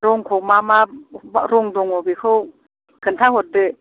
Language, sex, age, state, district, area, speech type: Bodo, female, 60+, Assam, Udalguri, rural, conversation